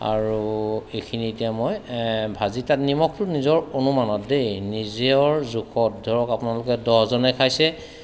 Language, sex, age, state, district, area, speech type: Assamese, male, 45-60, Assam, Sivasagar, rural, spontaneous